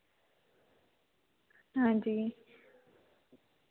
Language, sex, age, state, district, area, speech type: Dogri, female, 18-30, Jammu and Kashmir, Samba, rural, conversation